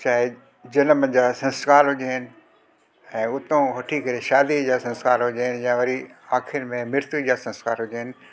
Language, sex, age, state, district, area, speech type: Sindhi, male, 60+, Delhi, South Delhi, urban, spontaneous